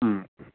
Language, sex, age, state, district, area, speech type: Manipuri, male, 18-30, Manipur, Kangpokpi, urban, conversation